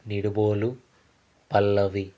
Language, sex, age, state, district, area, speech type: Telugu, male, 60+, Andhra Pradesh, Konaseema, rural, spontaneous